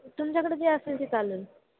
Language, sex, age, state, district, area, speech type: Marathi, female, 18-30, Maharashtra, Ahmednagar, urban, conversation